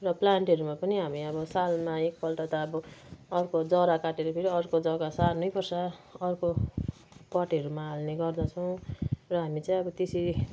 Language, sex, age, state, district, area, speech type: Nepali, female, 60+, West Bengal, Kalimpong, rural, spontaneous